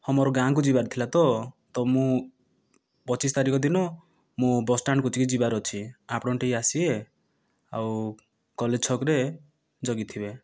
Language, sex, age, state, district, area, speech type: Odia, male, 18-30, Odisha, Kandhamal, rural, spontaneous